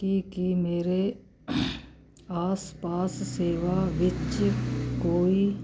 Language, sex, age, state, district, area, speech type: Punjabi, female, 45-60, Punjab, Muktsar, urban, read